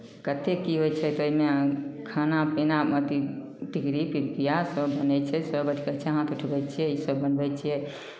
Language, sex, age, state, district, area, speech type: Maithili, female, 45-60, Bihar, Samastipur, rural, spontaneous